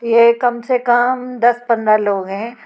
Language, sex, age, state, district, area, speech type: Hindi, female, 60+, Madhya Pradesh, Gwalior, rural, spontaneous